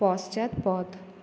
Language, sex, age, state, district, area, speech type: Bengali, female, 18-30, West Bengal, Purulia, urban, read